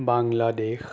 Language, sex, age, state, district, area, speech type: Assamese, male, 30-45, Assam, Sonitpur, rural, spontaneous